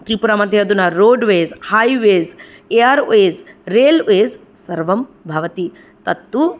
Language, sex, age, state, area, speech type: Sanskrit, female, 30-45, Tripura, urban, spontaneous